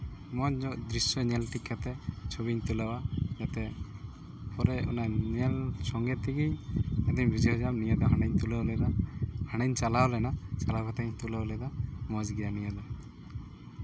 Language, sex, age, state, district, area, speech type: Santali, male, 18-30, West Bengal, Uttar Dinajpur, rural, spontaneous